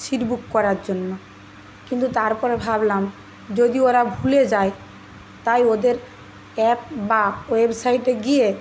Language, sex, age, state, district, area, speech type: Bengali, female, 30-45, West Bengal, Paschim Medinipur, rural, spontaneous